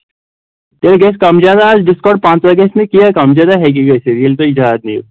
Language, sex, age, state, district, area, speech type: Kashmiri, male, 18-30, Jammu and Kashmir, Kulgam, rural, conversation